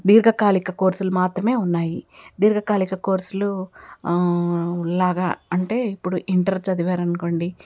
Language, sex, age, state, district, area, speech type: Telugu, female, 60+, Telangana, Ranga Reddy, rural, spontaneous